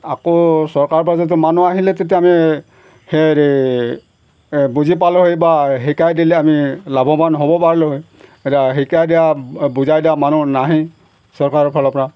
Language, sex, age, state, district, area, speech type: Assamese, male, 60+, Assam, Golaghat, rural, spontaneous